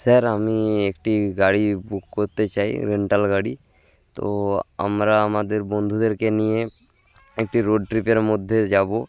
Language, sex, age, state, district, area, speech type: Bengali, male, 18-30, West Bengal, Bankura, rural, spontaneous